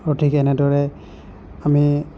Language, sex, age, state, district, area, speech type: Assamese, male, 45-60, Assam, Nagaon, rural, spontaneous